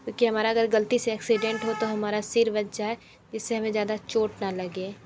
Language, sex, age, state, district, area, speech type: Hindi, female, 30-45, Uttar Pradesh, Sonbhadra, rural, spontaneous